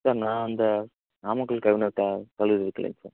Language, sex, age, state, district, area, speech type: Tamil, male, 18-30, Tamil Nadu, Namakkal, rural, conversation